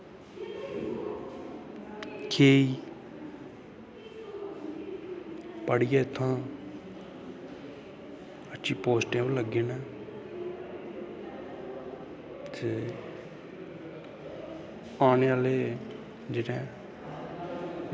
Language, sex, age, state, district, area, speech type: Dogri, male, 30-45, Jammu and Kashmir, Kathua, rural, spontaneous